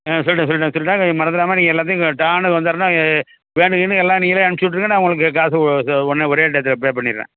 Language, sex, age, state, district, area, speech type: Tamil, male, 60+, Tamil Nadu, Thanjavur, rural, conversation